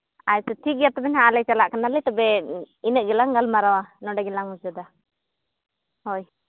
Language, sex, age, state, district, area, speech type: Santali, female, 30-45, Jharkhand, East Singhbhum, rural, conversation